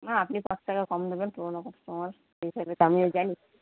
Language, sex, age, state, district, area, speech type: Bengali, female, 30-45, West Bengal, Paschim Bardhaman, urban, conversation